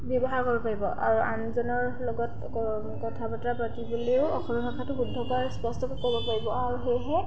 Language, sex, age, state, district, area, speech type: Assamese, female, 18-30, Assam, Sivasagar, rural, spontaneous